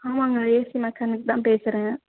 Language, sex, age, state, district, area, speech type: Tamil, female, 18-30, Tamil Nadu, Tiruvallur, urban, conversation